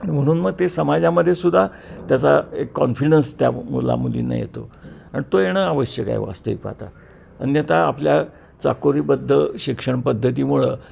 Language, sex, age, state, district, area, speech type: Marathi, male, 60+, Maharashtra, Kolhapur, urban, spontaneous